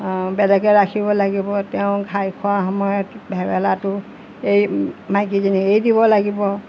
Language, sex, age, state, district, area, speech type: Assamese, female, 60+, Assam, Golaghat, urban, spontaneous